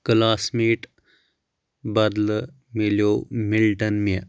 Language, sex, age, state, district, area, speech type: Kashmiri, male, 30-45, Jammu and Kashmir, Anantnag, rural, read